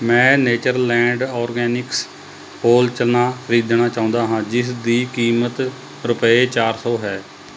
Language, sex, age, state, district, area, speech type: Punjabi, male, 30-45, Punjab, Mohali, rural, read